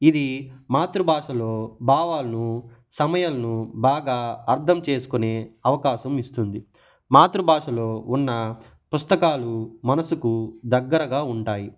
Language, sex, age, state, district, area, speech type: Telugu, male, 18-30, Andhra Pradesh, Sri Balaji, rural, spontaneous